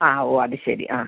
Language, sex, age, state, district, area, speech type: Malayalam, female, 45-60, Kerala, Ernakulam, rural, conversation